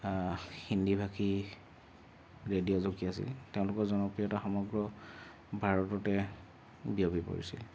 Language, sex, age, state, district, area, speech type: Assamese, male, 30-45, Assam, Kamrup Metropolitan, urban, spontaneous